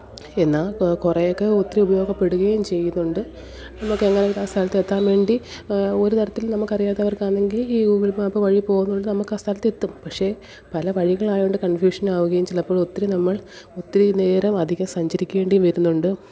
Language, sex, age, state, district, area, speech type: Malayalam, female, 30-45, Kerala, Kollam, rural, spontaneous